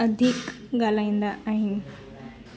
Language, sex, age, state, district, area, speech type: Sindhi, female, 18-30, Gujarat, Junagadh, urban, spontaneous